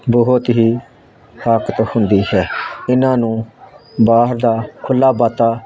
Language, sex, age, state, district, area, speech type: Punjabi, male, 60+, Punjab, Hoshiarpur, rural, spontaneous